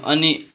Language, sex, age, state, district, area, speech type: Nepali, male, 18-30, West Bengal, Kalimpong, rural, spontaneous